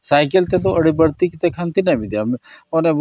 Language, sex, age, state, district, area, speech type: Santali, male, 60+, Odisha, Mayurbhanj, rural, spontaneous